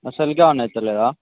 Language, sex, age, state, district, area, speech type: Telugu, male, 18-30, Telangana, Sangareddy, urban, conversation